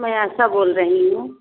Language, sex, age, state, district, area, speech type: Hindi, female, 45-60, Uttar Pradesh, Bhadohi, rural, conversation